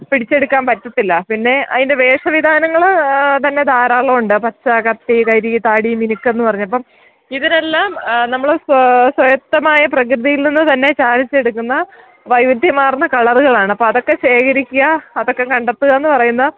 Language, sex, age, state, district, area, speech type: Malayalam, female, 30-45, Kerala, Idukki, rural, conversation